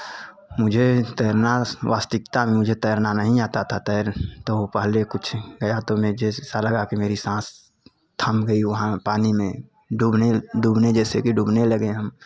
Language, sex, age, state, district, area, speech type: Hindi, male, 30-45, Uttar Pradesh, Chandauli, rural, spontaneous